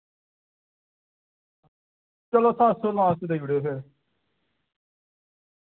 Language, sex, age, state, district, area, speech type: Dogri, male, 30-45, Jammu and Kashmir, Samba, rural, conversation